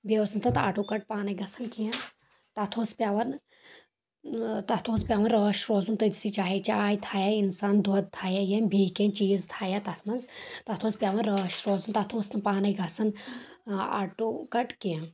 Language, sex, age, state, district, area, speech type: Kashmiri, female, 18-30, Jammu and Kashmir, Kulgam, rural, spontaneous